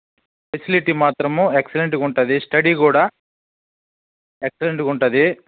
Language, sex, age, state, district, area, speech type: Telugu, male, 30-45, Andhra Pradesh, Sri Balaji, rural, conversation